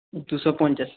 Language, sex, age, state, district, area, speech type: Bengali, male, 18-30, West Bengal, Paschim Bardhaman, rural, conversation